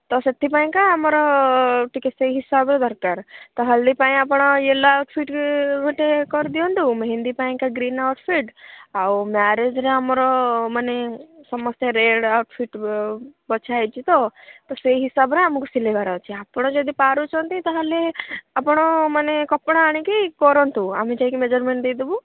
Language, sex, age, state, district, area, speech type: Odia, female, 18-30, Odisha, Rayagada, rural, conversation